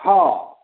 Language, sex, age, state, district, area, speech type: Maithili, male, 60+, Bihar, Madhubani, rural, conversation